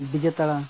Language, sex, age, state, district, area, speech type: Santali, male, 45-60, Odisha, Mayurbhanj, rural, spontaneous